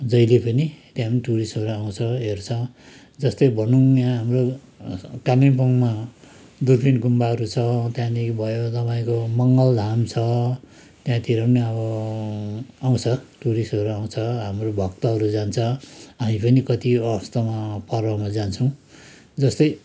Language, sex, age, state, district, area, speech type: Nepali, male, 60+, West Bengal, Kalimpong, rural, spontaneous